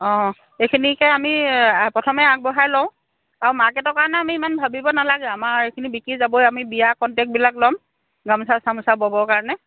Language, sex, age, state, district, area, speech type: Assamese, female, 45-60, Assam, Lakhimpur, rural, conversation